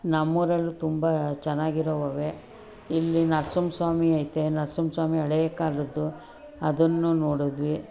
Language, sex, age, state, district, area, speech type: Kannada, female, 60+, Karnataka, Mandya, urban, spontaneous